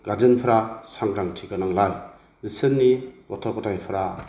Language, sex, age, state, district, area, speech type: Bodo, male, 45-60, Assam, Chirang, rural, spontaneous